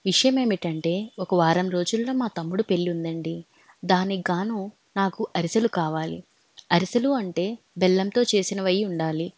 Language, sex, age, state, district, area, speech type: Telugu, female, 18-30, Andhra Pradesh, Alluri Sitarama Raju, urban, spontaneous